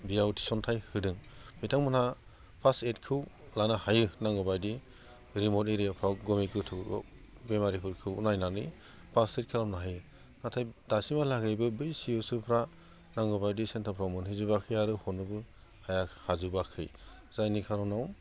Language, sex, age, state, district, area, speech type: Bodo, male, 30-45, Assam, Udalguri, urban, spontaneous